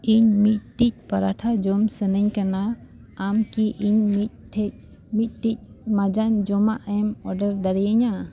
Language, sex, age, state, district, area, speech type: Santali, female, 18-30, Jharkhand, Bokaro, rural, read